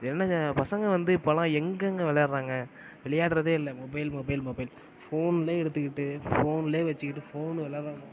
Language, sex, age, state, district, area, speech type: Tamil, male, 18-30, Tamil Nadu, Mayiladuthurai, urban, spontaneous